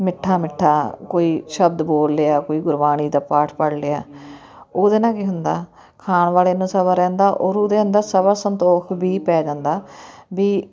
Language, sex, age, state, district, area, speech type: Punjabi, female, 30-45, Punjab, Fatehgarh Sahib, rural, spontaneous